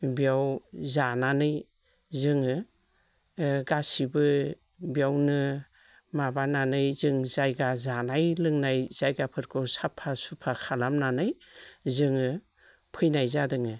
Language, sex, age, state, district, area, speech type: Bodo, female, 45-60, Assam, Baksa, rural, spontaneous